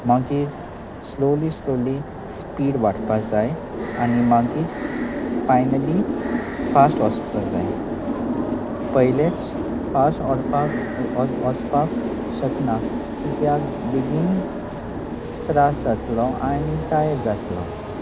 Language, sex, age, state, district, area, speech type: Goan Konkani, male, 30-45, Goa, Salcete, rural, spontaneous